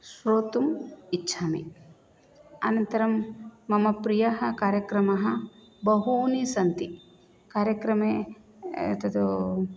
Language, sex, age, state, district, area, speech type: Sanskrit, female, 30-45, Karnataka, Shimoga, rural, spontaneous